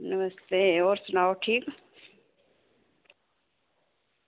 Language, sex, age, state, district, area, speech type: Dogri, female, 45-60, Jammu and Kashmir, Samba, urban, conversation